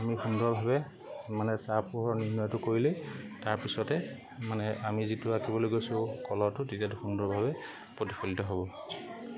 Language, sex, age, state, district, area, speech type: Assamese, male, 30-45, Assam, Lakhimpur, rural, spontaneous